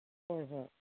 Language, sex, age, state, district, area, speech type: Manipuri, female, 60+, Manipur, Imphal East, rural, conversation